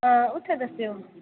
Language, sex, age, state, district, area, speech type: Dogri, female, 18-30, Jammu and Kashmir, Kathua, rural, conversation